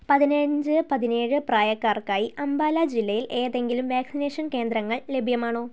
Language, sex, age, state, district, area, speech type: Malayalam, female, 18-30, Kerala, Wayanad, rural, read